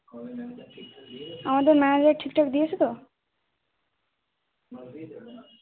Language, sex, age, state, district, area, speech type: Bengali, female, 18-30, West Bengal, Uttar Dinajpur, urban, conversation